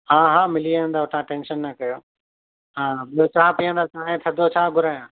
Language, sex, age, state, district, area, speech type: Sindhi, male, 30-45, Gujarat, Surat, urban, conversation